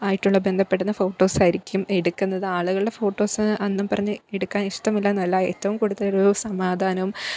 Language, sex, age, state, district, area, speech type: Malayalam, female, 18-30, Kerala, Pathanamthitta, rural, spontaneous